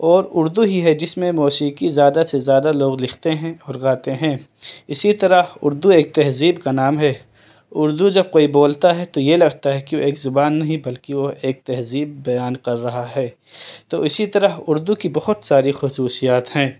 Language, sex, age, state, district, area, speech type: Urdu, male, 18-30, Delhi, East Delhi, urban, spontaneous